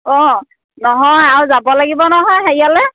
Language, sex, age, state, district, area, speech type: Assamese, female, 30-45, Assam, Sivasagar, rural, conversation